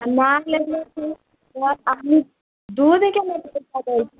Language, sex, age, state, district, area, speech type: Maithili, female, 18-30, Bihar, Muzaffarpur, rural, conversation